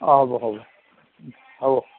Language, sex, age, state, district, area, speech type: Assamese, male, 60+, Assam, Nalbari, rural, conversation